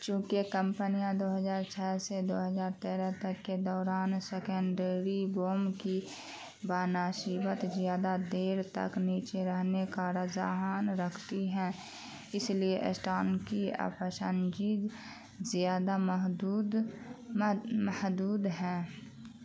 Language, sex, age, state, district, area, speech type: Urdu, female, 18-30, Bihar, Khagaria, rural, read